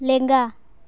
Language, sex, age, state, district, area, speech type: Santali, female, 18-30, Jharkhand, Seraikela Kharsawan, rural, read